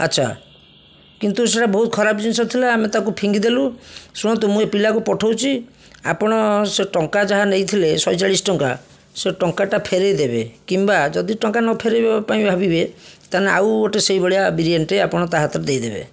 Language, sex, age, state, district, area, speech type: Odia, male, 60+, Odisha, Jajpur, rural, spontaneous